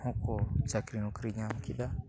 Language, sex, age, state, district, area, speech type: Santali, male, 30-45, Jharkhand, East Singhbhum, rural, spontaneous